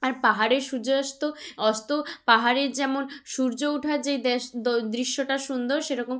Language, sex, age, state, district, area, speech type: Bengali, female, 18-30, West Bengal, Bankura, rural, spontaneous